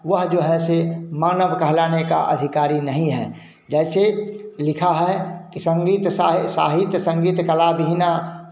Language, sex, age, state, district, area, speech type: Hindi, male, 60+, Bihar, Samastipur, rural, spontaneous